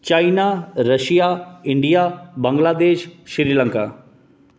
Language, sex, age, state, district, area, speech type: Dogri, male, 30-45, Jammu and Kashmir, Reasi, urban, spontaneous